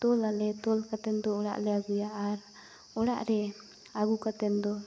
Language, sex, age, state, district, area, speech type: Santali, female, 18-30, Jharkhand, Seraikela Kharsawan, rural, spontaneous